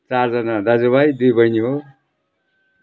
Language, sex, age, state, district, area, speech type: Nepali, male, 60+, West Bengal, Darjeeling, rural, spontaneous